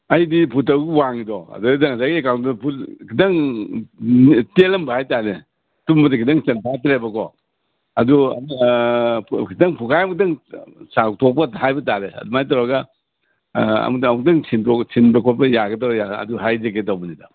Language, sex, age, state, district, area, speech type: Manipuri, male, 60+, Manipur, Imphal East, rural, conversation